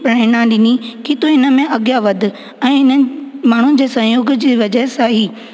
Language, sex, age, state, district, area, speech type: Sindhi, female, 18-30, Rajasthan, Ajmer, urban, spontaneous